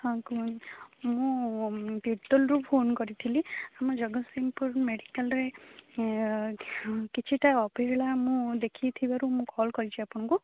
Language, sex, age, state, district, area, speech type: Odia, female, 18-30, Odisha, Jagatsinghpur, rural, conversation